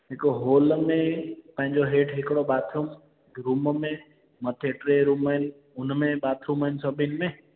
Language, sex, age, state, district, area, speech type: Sindhi, male, 18-30, Gujarat, Junagadh, rural, conversation